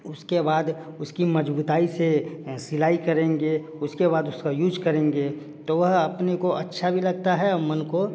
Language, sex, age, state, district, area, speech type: Hindi, male, 30-45, Bihar, Samastipur, urban, spontaneous